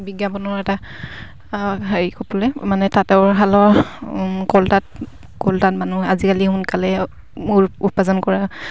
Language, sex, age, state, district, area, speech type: Assamese, female, 45-60, Assam, Dibrugarh, rural, spontaneous